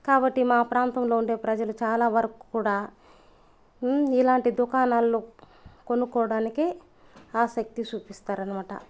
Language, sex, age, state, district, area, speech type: Telugu, female, 30-45, Andhra Pradesh, Sri Balaji, rural, spontaneous